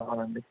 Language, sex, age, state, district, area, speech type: Telugu, male, 30-45, Telangana, Karimnagar, rural, conversation